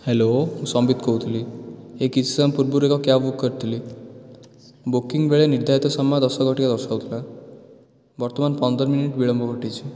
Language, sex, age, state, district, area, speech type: Odia, male, 18-30, Odisha, Dhenkanal, urban, spontaneous